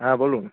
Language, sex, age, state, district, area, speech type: Bengali, male, 30-45, West Bengal, Birbhum, urban, conversation